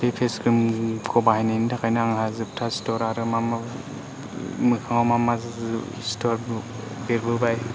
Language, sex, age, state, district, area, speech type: Bodo, male, 18-30, Assam, Chirang, rural, spontaneous